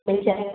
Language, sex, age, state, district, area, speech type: Hindi, female, 30-45, Madhya Pradesh, Gwalior, rural, conversation